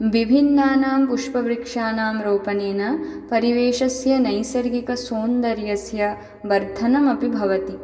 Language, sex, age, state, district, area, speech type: Sanskrit, female, 18-30, West Bengal, Dakshin Dinajpur, urban, spontaneous